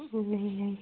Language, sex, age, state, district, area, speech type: Hindi, female, 30-45, Uttar Pradesh, Chandauli, urban, conversation